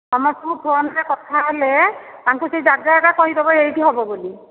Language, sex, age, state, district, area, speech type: Odia, female, 45-60, Odisha, Dhenkanal, rural, conversation